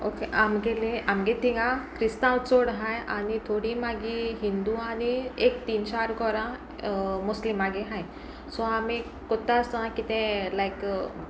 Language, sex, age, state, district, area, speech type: Goan Konkani, female, 18-30, Goa, Sanguem, rural, spontaneous